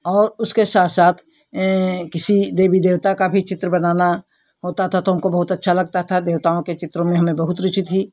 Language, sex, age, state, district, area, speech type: Hindi, female, 60+, Uttar Pradesh, Hardoi, rural, spontaneous